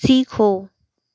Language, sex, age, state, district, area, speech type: Hindi, female, 18-30, Madhya Pradesh, Betul, urban, read